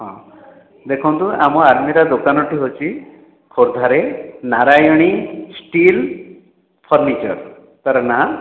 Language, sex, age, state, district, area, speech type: Odia, male, 60+, Odisha, Khordha, rural, conversation